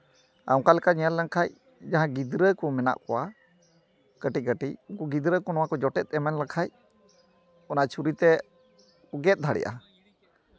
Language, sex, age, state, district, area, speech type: Santali, male, 30-45, West Bengal, Malda, rural, spontaneous